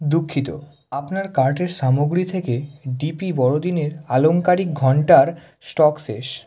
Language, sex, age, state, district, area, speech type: Bengali, male, 18-30, West Bengal, South 24 Parganas, rural, read